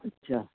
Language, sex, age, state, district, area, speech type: Urdu, male, 30-45, Uttar Pradesh, Lucknow, urban, conversation